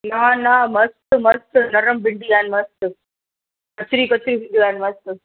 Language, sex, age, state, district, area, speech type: Sindhi, female, 18-30, Gujarat, Kutch, urban, conversation